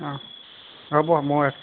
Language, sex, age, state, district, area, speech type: Assamese, male, 60+, Assam, Golaghat, rural, conversation